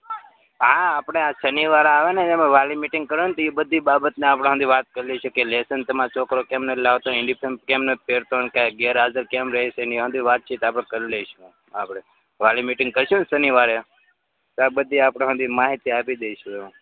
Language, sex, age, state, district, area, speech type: Gujarati, male, 18-30, Gujarat, Anand, rural, conversation